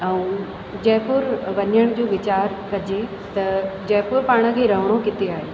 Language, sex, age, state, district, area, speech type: Sindhi, female, 45-60, Rajasthan, Ajmer, urban, spontaneous